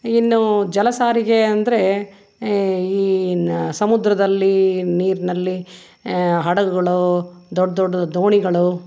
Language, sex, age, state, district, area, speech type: Kannada, female, 60+, Karnataka, Chitradurga, rural, spontaneous